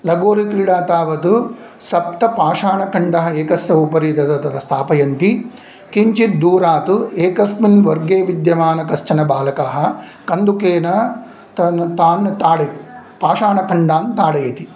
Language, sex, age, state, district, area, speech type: Sanskrit, male, 45-60, Andhra Pradesh, Kurnool, urban, spontaneous